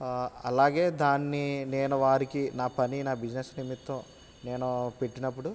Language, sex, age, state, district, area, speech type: Telugu, male, 30-45, Andhra Pradesh, West Godavari, rural, spontaneous